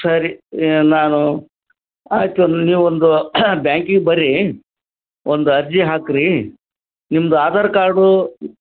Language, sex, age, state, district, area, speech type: Kannada, male, 60+, Karnataka, Koppal, rural, conversation